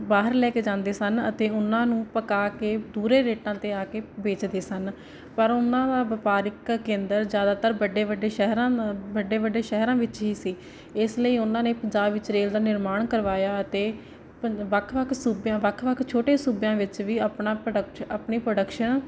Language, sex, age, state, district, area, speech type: Punjabi, female, 18-30, Punjab, Barnala, rural, spontaneous